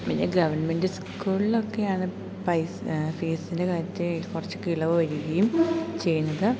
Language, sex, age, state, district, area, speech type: Malayalam, female, 18-30, Kerala, Idukki, rural, spontaneous